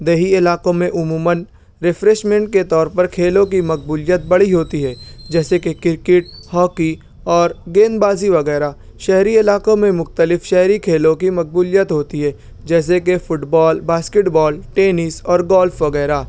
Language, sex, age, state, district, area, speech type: Urdu, male, 18-30, Maharashtra, Nashik, rural, spontaneous